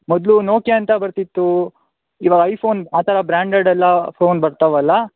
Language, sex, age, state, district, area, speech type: Kannada, male, 18-30, Karnataka, Shimoga, rural, conversation